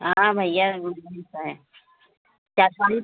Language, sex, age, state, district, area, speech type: Hindi, female, 60+, Uttar Pradesh, Bhadohi, rural, conversation